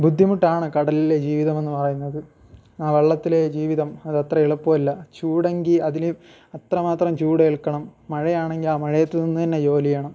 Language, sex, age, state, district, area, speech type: Malayalam, male, 18-30, Kerala, Thiruvananthapuram, rural, spontaneous